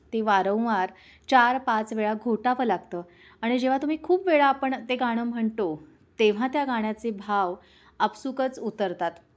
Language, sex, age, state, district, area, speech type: Marathi, female, 30-45, Maharashtra, Kolhapur, urban, spontaneous